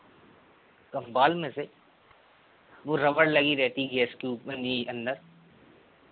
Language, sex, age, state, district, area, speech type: Hindi, male, 18-30, Madhya Pradesh, Narsinghpur, rural, conversation